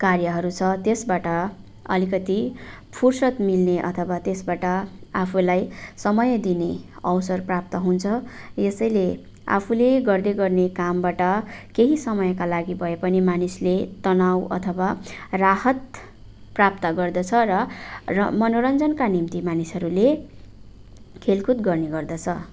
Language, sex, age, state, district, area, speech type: Nepali, female, 45-60, West Bengal, Darjeeling, rural, spontaneous